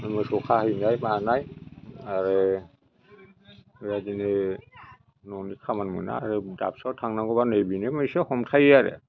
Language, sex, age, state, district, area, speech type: Bodo, male, 60+, Assam, Chirang, rural, spontaneous